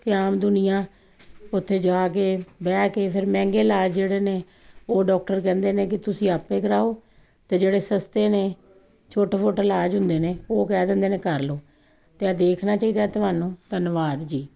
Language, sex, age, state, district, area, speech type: Punjabi, female, 45-60, Punjab, Kapurthala, urban, spontaneous